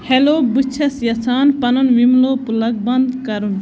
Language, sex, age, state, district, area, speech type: Kashmiri, female, 18-30, Jammu and Kashmir, Budgam, rural, read